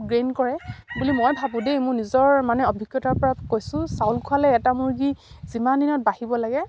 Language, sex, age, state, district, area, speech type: Assamese, female, 45-60, Assam, Dibrugarh, rural, spontaneous